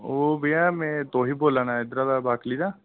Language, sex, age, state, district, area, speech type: Dogri, male, 18-30, Jammu and Kashmir, Udhampur, rural, conversation